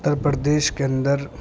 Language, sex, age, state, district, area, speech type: Urdu, male, 18-30, Uttar Pradesh, Muzaffarnagar, urban, spontaneous